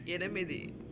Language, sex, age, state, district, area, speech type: Telugu, male, 18-30, Telangana, Mancherial, rural, read